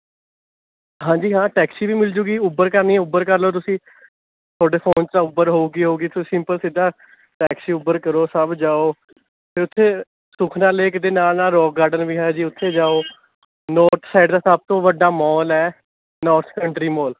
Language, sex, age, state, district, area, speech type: Punjabi, male, 18-30, Punjab, Mohali, urban, conversation